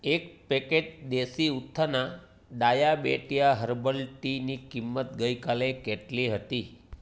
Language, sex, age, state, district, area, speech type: Gujarati, male, 45-60, Gujarat, Surat, urban, read